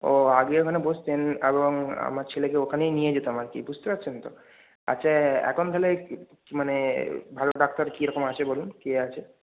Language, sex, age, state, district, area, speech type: Bengali, male, 18-30, West Bengal, Hooghly, urban, conversation